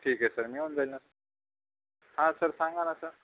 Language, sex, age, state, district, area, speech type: Marathi, male, 45-60, Maharashtra, Nanded, rural, conversation